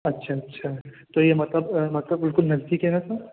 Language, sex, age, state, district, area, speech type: Urdu, male, 18-30, Delhi, Central Delhi, urban, conversation